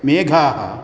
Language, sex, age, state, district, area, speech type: Sanskrit, male, 60+, Karnataka, Uttara Kannada, rural, spontaneous